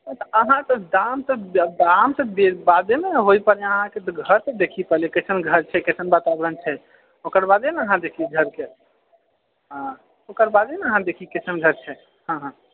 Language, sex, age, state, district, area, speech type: Maithili, male, 30-45, Bihar, Purnia, urban, conversation